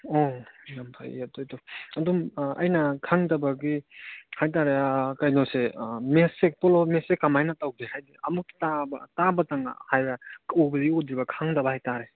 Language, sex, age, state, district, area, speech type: Manipuri, male, 30-45, Manipur, Churachandpur, rural, conversation